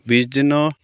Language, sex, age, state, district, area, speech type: Assamese, male, 30-45, Assam, Sivasagar, rural, spontaneous